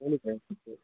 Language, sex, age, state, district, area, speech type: Tamil, male, 18-30, Tamil Nadu, Tiruchirappalli, rural, conversation